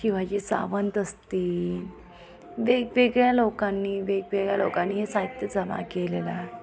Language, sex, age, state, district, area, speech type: Marathi, female, 30-45, Maharashtra, Ahmednagar, urban, spontaneous